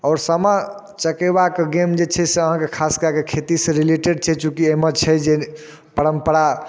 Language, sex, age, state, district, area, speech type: Maithili, male, 30-45, Bihar, Darbhanga, rural, spontaneous